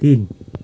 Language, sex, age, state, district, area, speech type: Nepali, male, 30-45, West Bengal, Kalimpong, rural, read